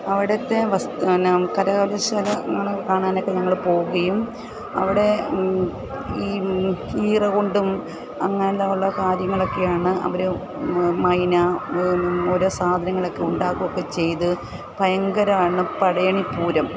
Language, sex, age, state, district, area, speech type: Malayalam, female, 45-60, Kerala, Kottayam, rural, spontaneous